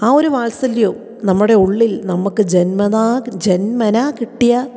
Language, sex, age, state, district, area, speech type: Malayalam, female, 30-45, Kerala, Kottayam, rural, spontaneous